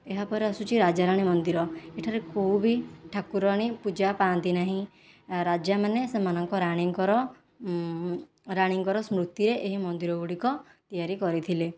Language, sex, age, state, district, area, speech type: Odia, female, 18-30, Odisha, Khordha, rural, spontaneous